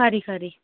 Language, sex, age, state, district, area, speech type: Dogri, female, 18-30, Jammu and Kashmir, Udhampur, rural, conversation